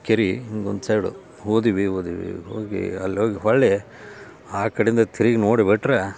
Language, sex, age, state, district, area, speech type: Kannada, male, 45-60, Karnataka, Dharwad, rural, spontaneous